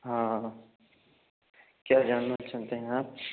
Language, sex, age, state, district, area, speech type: Maithili, male, 45-60, Bihar, Madhubani, urban, conversation